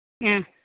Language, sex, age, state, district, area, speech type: Malayalam, female, 30-45, Kerala, Pathanamthitta, rural, conversation